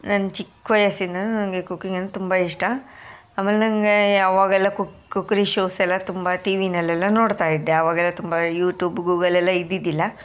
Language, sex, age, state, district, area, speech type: Kannada, female, 45-60, Karnataka, Koppal, urban, spontaneous